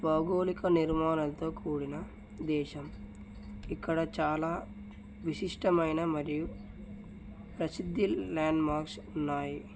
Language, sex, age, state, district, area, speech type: Telugu, male, 18-30, Telangana, Narayanpet, urban, spontaneous